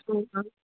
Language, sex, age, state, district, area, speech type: Kannada, female, 18-30, Karnataka, Bidar, urban, conversation